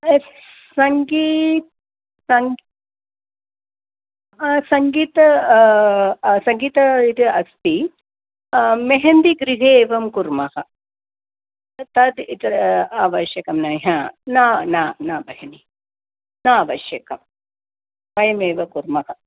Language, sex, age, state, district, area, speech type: Sanskrit, female, 45-60, Tamil Nadu, Thanjavur, urban, conversation